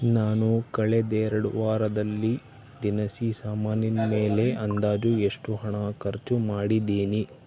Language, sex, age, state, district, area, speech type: Kannada, male, 18-30, Karnataka, Davanagere, rural, read